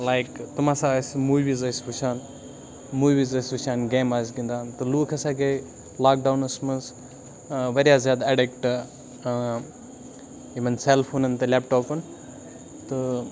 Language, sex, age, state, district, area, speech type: Kashmiri, male, 18-30, Jammu and Kashmir, Baramulla, rural, spontaneous